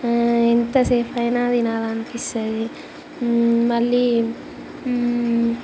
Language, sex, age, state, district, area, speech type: Telugu, female, 18-30, Telangana, Ranga Reddy, urban, spontaneous